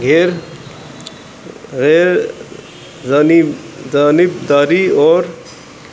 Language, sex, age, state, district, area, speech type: Urdu, male, 18-30, Uttar Pradesh, Rampur, urban, spontaneous